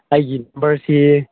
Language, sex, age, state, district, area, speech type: Manipuri, male, 18-30, Manipur, Senapati, rural, conversation